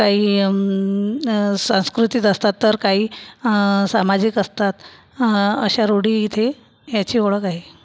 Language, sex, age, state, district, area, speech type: Marathi, female, 45-60, Maharashtra, Buldhana, rural, spontaneous